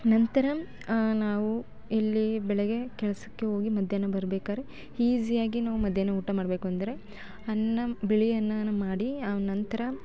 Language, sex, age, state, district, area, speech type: Kannada, female, 18-30, Karnataka, Mandya, rural, spontaneous